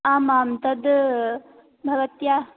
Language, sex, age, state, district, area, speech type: Sanskrit, female, 18-30, Telangana, Medchal, urban, conversation